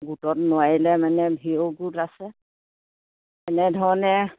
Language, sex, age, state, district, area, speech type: Assamese, female, 60+, Assam, Dhemaji, rural, conversation